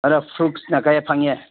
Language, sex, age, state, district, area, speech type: Manipuri, male, 60+, Manipur, Senapati, urban, conversation